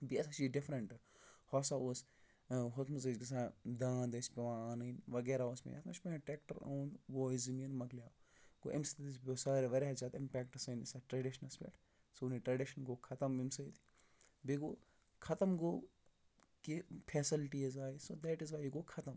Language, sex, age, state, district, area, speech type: Kashmiri, male, 30-45, Jammu and Kashmir, Baramulla, rural, spontaneous